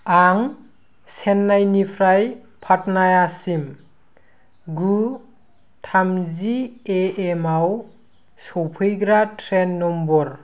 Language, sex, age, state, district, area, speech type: Bodo, male, 18-30, Assam, Kokrajhar, rural, read